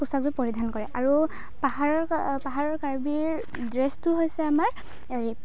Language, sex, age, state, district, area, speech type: Assamese, female, 18-30, Assam, Kamrup Metropolitan, rural, spontaneous